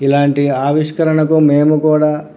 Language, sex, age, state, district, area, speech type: Telugu, male, 60+, Andhra Pradesh, Krishna, urban, spontaneous